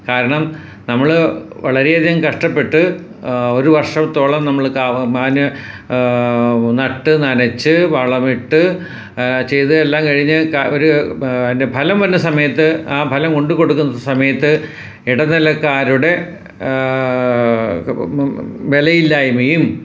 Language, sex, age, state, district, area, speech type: Malayalam, male, 60+, Kerala, Ernakulam, rural, spontaneous